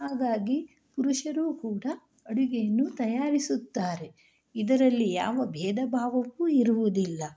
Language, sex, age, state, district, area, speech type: Kannada, female, 45-60, Karnataka, Shimoga, rural, spontaneous